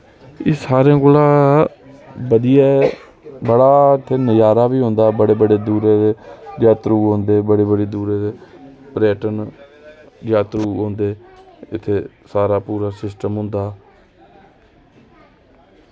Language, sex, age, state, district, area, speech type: Dogri, male, 30-45, Jammu and Kashmir, Reasi, rural, spontaneous